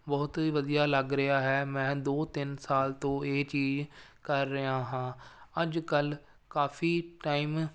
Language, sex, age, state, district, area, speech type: Punjabi, male, 18-30, Punjab, Firozpur, urban, spontaneous